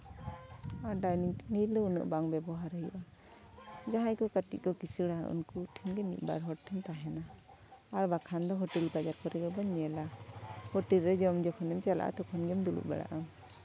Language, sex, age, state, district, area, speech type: Santali, female, 30-45, West Bengal, Jhargram, rural, spontaneous